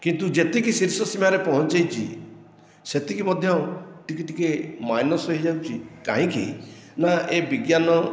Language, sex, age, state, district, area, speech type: Odia, male, 60+, Odisha, Khordha, rural, spontaneous